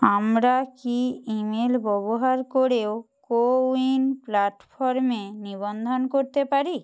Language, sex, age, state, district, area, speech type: Bengali, female, 45-60, West Bengal, Purba Medinipur, rural, read